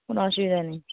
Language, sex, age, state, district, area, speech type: Bengali, female, 30-45, West Bengal, Darjeeling, urban, conversation